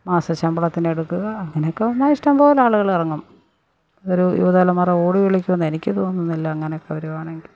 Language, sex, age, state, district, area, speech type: Malayalam, female, 60+, Kerala, Pathanamthitta, rural, spontaneous